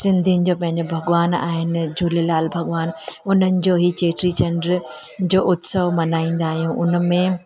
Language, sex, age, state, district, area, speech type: Sindhi, female, 45-60, Gujarat, Junagadh, urban, spontaneous